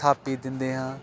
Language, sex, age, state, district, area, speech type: Punjabi, male, 45-60, Punjab, Jalandhar, urban, spontaneous